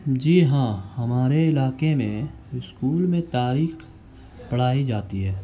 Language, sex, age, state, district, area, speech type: Urdu, male, 18-30, Bihar, Gaya, urban, spontaneous